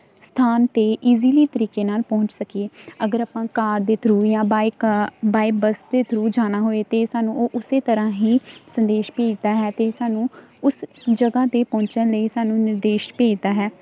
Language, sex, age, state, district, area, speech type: Punjabi, female, 18-30, Punjab, Hoshiarpur, rural, spontaneous